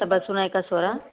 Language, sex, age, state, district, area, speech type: Marathi, female, 30-45, Maharashtra, Yavatmal, rural, conversation